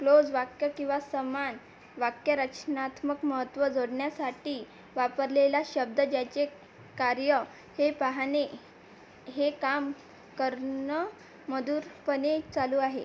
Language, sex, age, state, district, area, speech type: Marathi, female, 18-30, Maharashtra, Amravati, urban, spontaneous